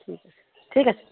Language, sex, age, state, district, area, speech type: Assamese, female, 45-60, Assam, Golaghat, urban, conversation